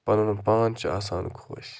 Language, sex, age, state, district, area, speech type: Kashmiri, male, 30-45, Jammu and Kashmir, Budgam, rural, spontaneous